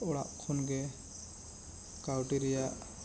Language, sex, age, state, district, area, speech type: Santali, male, 18-30, West Bengal, Bankura, rural, spontaneous